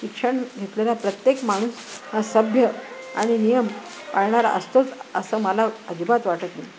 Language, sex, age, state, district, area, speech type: Marathi, female, 60+, Maharashtra, Nanded, urban, spontaneous